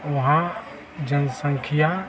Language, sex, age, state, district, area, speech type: Hindi, male, 45-60, Bihar, Vaishali, urban, spontaneous